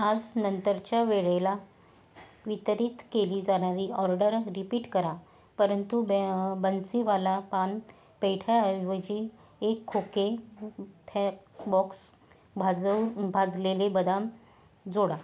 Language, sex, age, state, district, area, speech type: Marathi, female, 30-45, Maharashtra, Yavatmal, urban, read